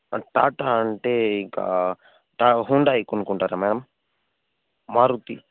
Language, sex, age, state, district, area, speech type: Telugu, male, 30-45, Andhra Pradesh, Chittoor, rural, conversation